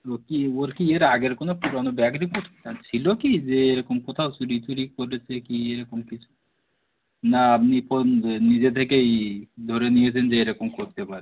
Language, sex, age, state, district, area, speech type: Bengali, male, 30-45, West Bengal, Birbhum, urban, conversation